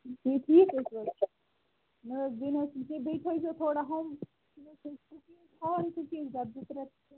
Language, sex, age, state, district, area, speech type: Kashmiri, female, 18-30, Jammu and Kashmir, Baramulla, rural, conversation